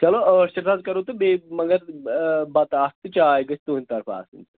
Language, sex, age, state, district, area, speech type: Kashmiri, male, 30-45, Jammu and Kashmir, Pulwama, urban, conversation